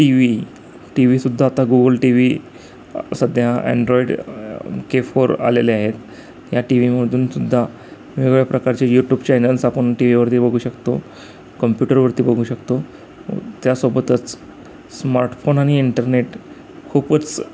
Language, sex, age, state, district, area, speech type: Marathi, male, 30-45, Maharashtra, Sangli, urban, spontaneous